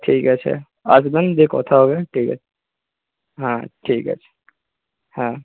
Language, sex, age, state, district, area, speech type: Bengali, male, 18-30, West Bengal, Jhargram, rural, conversation